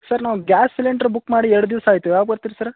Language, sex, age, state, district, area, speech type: Kannada, male, 30-45, Karnataka, Dharwad, rural, conversation